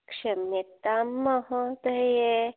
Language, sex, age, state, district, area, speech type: Sanskrit, female, 30-45, Telangana, Hyderabad, rural, conversation